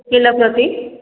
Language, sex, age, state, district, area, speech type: Odia, female, 45-60, Odisha, Angul, rural, conversation